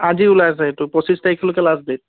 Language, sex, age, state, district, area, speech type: Assamese, male, 18-30, Assam, Charaideo, urban, conversation